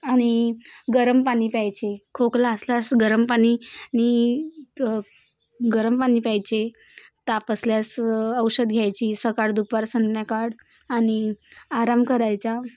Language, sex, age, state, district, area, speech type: Marathi, female, 18-30, Maharashtra, Bhandara, rural, spontaneous